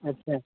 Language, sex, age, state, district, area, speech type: Hindi, male, 18-30, Bihar, Muzaffarpur, urban, conversation